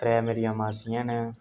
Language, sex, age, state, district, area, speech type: Dogri, male, 18-30, Jammu and Kashmir, Udhampur, rural, spontaneous